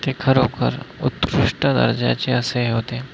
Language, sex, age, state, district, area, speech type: Marathi, male, 30-45, Maharashtra, Amravati, urban, spontaneous